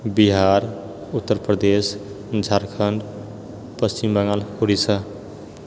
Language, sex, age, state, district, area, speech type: Maithili, male, 30-45, Bihar, Purnia, rural, spontaneous